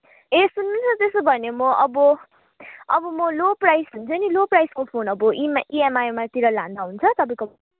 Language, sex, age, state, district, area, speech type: Nepali, female, 18-30, West Bengal, Kalimpong, rural, conversation